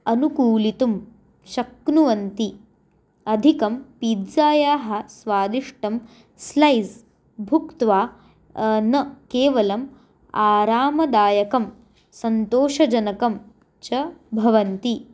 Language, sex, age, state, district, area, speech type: Sanskrit, female, 18-30, Maharashtra, Nagpur, urban, spontaneous